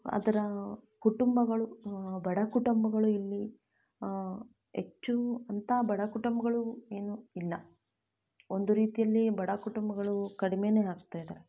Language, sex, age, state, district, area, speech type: Kannada, female, 18-30, Karnataka, Chitradurga, rural, spontaneous